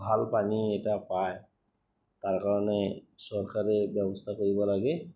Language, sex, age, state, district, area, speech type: Assamese, male, 30-45, Assam, Goalpara, urban, spontaneous